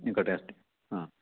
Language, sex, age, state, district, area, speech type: Sanskrit, male, 60+, Karnataka, Dakshina Kannada, rural, conversation